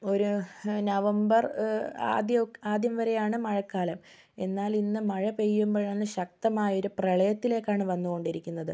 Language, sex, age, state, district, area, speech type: Malayalam, female, 18-30, Kerala, Kozhikode, urban, spontaneous